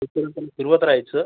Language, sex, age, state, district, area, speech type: Marathi, male, 18-30, Maharashtra, Washim, rural, conversation